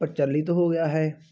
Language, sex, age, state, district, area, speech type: Punjabi, male, 18-30, Punjab, Muktsar, rural, spontaneous